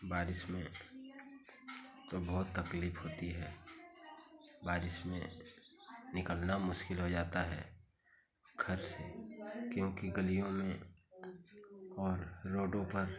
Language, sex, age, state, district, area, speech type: Hindi, male, 45-60, Uttar Pradesh, Chandauli, rural, spontaneous